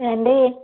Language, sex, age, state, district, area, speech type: Telugu, female, 30-45, Andhra Pradesh, Vizianagaram, rural, conversation